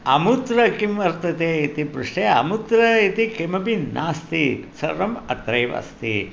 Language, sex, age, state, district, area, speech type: Sanskrit, male, 60+, Tamil Nadu, Thanjavur, urban, spontaneous